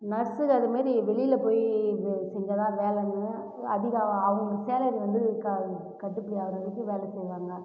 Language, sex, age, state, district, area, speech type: Tamil, female, 18-30, Tamil Nadu, Cuddalore, rural, spontaneous